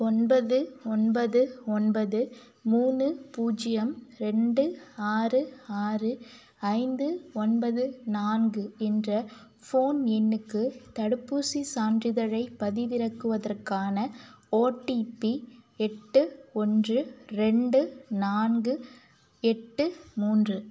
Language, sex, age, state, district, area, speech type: Tamil, female, 45-60, Tamil Nadu, Cuddalore, rural, read